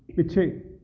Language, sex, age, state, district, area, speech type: Punjabi, male, 30-45, Punjab, Kapurthala, urban, read